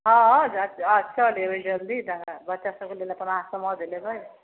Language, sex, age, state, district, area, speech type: Maithili, female, 60+, Bihar, Sitamarhi, rural, conversation